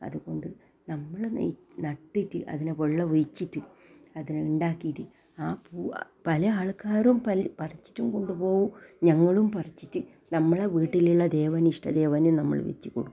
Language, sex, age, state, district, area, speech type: Malayalam, female, 60+, Kerala, Kasaragod, rural, spontaneous